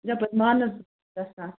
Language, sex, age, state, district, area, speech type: Kashmiri, female, 18-30, Jammu and Kashmir, Ganderbal, rural, conversation